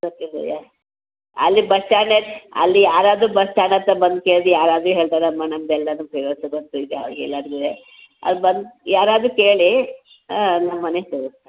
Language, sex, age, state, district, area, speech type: Kannada, female, 60+, Karnataka, Chamarajanagar, rural, conversation